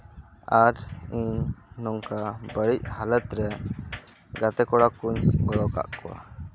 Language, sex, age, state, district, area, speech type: Santali, male, 18-30, West Bengal, Purba Bardhaman, rural, spontaneous